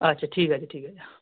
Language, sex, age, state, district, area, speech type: Bengali, male, 18-30, West Bengal, South 24 Parganas, rural, conversation